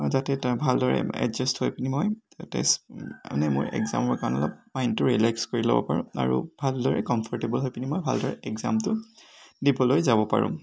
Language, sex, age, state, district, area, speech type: Assamese, male, 18-30, Assam, Lakhimpur, rural, spontaneous